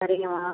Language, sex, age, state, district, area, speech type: Tamil, female, 30-45, Tamil Nadu, Ariyalur, rural, conversation